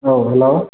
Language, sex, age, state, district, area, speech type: Bodo, male, 18-30, Assam, Chirang, rural, conversation